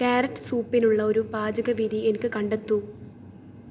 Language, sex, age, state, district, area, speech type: Malayalam, female, 18-30, Kerala, Thrissur, urban, read